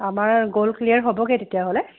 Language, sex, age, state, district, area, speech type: Assamese, female, 45-60, Assam, Charaideo, urban, conversation